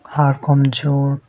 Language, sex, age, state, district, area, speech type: Bengali, male, 18-30, West Bengal, Murshidabad, urban, spontaneous